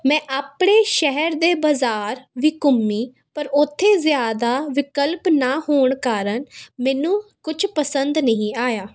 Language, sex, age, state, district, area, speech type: Punjabi, female, 18-30, Punjab, Kapurthala, urban, spontaneous